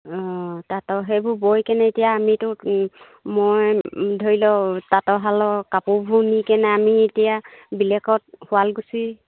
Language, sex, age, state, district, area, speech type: Assamese, female, 60+, Assam, Dibrugarh, rural, conversation